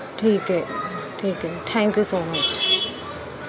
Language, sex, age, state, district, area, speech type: Urdu, female, 18-30, Delhi, East Delhi, urban, spontaneous